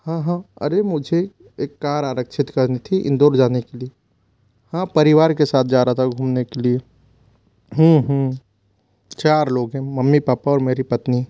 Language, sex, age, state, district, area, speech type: Hindi, male, 30-45, Madhya Pradesh, Bhopal, urban, spontaneous